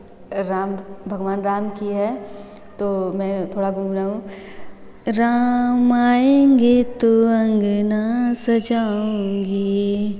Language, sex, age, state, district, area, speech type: Hindi, female, 18-30, Uttar Pradesh, Varanasi, rural, spontaneous